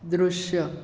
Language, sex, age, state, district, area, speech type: Goan Konkani, male, 18-30, Goa, Bardez, urban, read